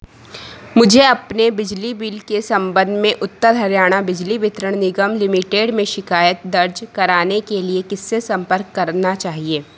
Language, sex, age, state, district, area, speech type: Hindi, female, 30-45, Madhya Pradesh, Harda, urban, read